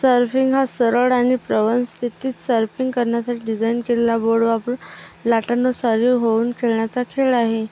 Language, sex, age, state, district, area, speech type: Marathi, female, 18-30, Maharashtra, Akola, rural, spontaneous